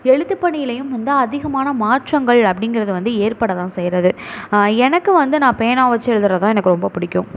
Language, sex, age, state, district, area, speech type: Tamil, female, 30-45, Tamil Nadu, Mayiladuthurai, urban, spontaneous